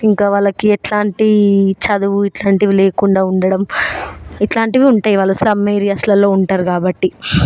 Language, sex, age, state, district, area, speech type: Telugu, female, 18-30, Telangana, Hyderabad, urban, spontaneous